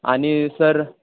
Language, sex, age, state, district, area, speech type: Marathi, male, 18-30, Maharashtra, Sangli, rural, conversation